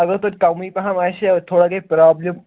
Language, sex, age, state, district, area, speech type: Kashmiri, male, 18-30, Jammu and Kashmir, Pulwama, urban, conversation